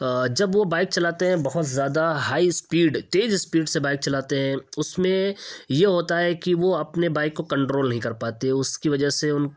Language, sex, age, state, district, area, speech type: Urdu, male, 18-30, Uttar Pradesh, Ghaziabad, urban, spontaneous